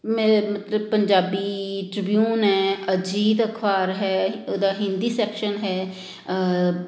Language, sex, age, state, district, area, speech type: Punjabi, female, 30-45, Punjab, Amritsar, urban, spontaneous